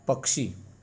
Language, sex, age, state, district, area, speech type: Marathi, male, 45-60, Maharashtra, Raigad, rural, read